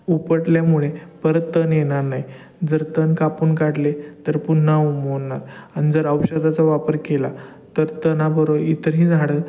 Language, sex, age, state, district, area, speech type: Marathi, male, 30-45, Maharashtra, Satara, urban, spontaneous